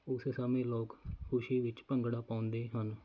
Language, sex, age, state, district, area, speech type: Punjabi, male, 30-45, Punjab, Faridkot, rural, spontaneous